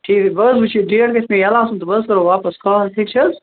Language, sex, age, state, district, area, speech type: Kashmiri, male, 18-30, Jammu and Kashmir, Kupwara, rural, conversation